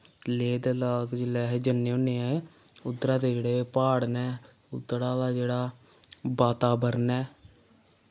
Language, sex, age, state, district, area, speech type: Dogri, male, 18-30, Jammu and Kashmir, Samba, rural, spontaneous